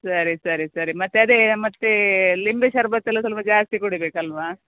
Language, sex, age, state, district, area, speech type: Kannada, female, 30-45, Karnataka, Dakshina Kannada, rural, conversation